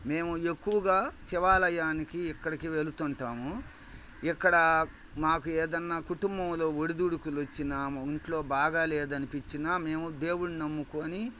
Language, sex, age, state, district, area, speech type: Telugu, male, 60+, Andhra Pradesh, Bapatla, urban, spontaneous